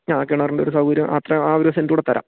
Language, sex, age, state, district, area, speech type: Malayalam, male, 30-45, Kerala, Idukki, rural, conversation